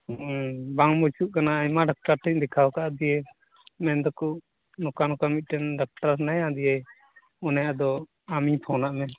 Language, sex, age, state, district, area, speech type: Santali, male, 18-30, West Bengal, Purba Bardhaman, rural, conversation